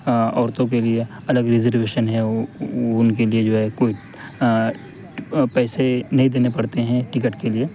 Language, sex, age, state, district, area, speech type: Urdu, male, 18-30, Delhi, North West Delhi, urban, spontaneous